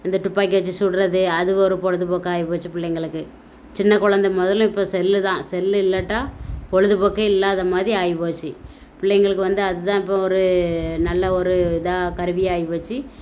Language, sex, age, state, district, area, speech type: Tamil, female, 45-60, Tamil Nadu, Thoothukudi, rural, spontaneous